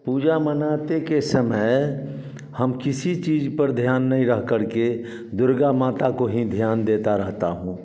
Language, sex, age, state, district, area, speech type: Hindi, male, 60+, Bihar, Samastipur, rural, spontaneous